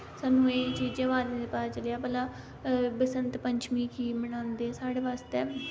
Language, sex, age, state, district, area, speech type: Dogri, female, 18-30, Jammu and Kashmir, Samba, rural, spontaneous